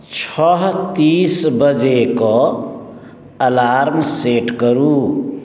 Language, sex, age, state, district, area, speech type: Maithili, male, 60+, Bihar, Madhubani, urban, read